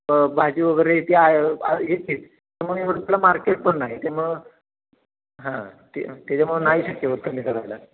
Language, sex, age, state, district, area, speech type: Marathi, male, 30-45, Maharashtra, Satara, rural, conversation